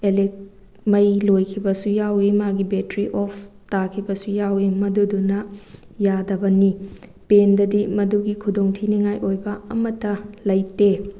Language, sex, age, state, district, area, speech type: Manipuri, female, 18-30, Manipur, Thoubal, rural, spontaneous